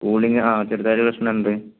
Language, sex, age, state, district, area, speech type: Malayalam, male, 30-45, Kerala, Malappuram, rural, conversation